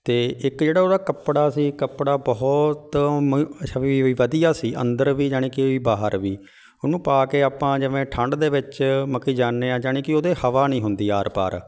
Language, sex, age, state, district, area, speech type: Punjabi, male, 30-45, Punjab, Fatehgarh Sahib, urban, spontaneous